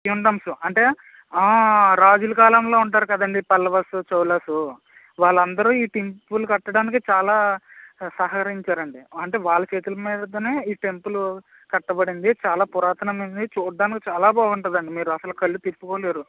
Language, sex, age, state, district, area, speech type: Telugu, male, 18-30, Andhra Pradesh, Eluru, rural, conversation